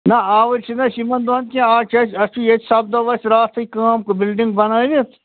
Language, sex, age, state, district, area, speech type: Kashmiri, male, 30-45, Jammu and Kashmir, Srinagar, urban, conversation